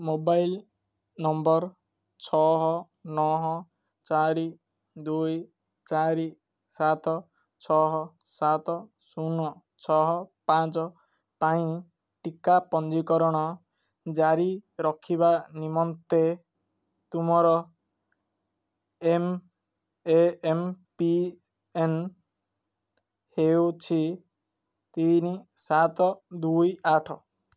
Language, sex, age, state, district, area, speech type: Odia, male, 18-30, Odisha, Ganjam, urban, read